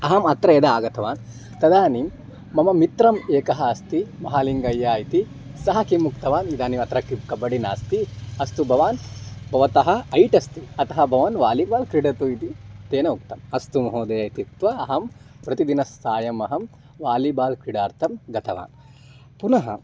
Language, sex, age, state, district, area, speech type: Sanskrit, male, 18-30, Karnataka, Chitradurga, rural, spontaneous